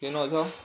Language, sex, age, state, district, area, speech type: Odia, male, 18-30, Odisha, Bargarh, urban, spontaneous